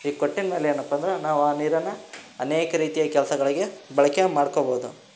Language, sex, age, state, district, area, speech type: Kannada, male, 18-30, Karnataka, Koppal, rural, spontaneous